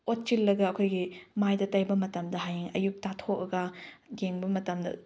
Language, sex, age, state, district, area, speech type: Manipuri, female, 18-30, Manipur, Chandel, rural, spontaneous